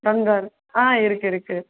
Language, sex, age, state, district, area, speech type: Tamil, female, 30-45, Tamil Nadu, Madurai, rural, conversation